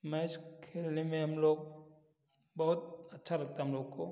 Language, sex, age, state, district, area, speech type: Hindi, male, 30-45, Uttar Pradesh, Prayagraj, urban, spontaneous